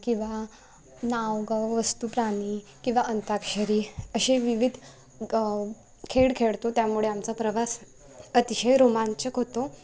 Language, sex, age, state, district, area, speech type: Marathi, female, 18-30, Maharashtra, Wardha, rural, spontaneous